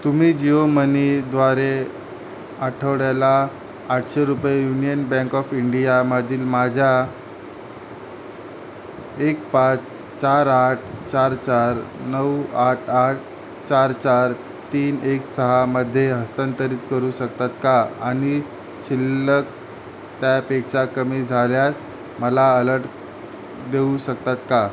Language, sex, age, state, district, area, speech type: Marathi, male, 18-30, Maharashtra, Mumbai City, urban, read